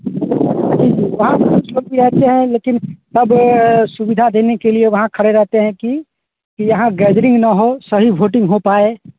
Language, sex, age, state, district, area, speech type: Hindi, male, 30-45, Bihar, Vaishali, rural, conversation